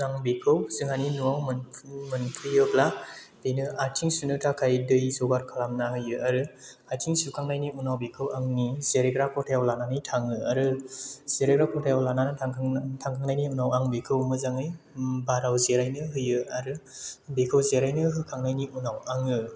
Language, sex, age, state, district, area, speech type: Bodo, male, 30-45, Assam, Chirang, rural, spontaneous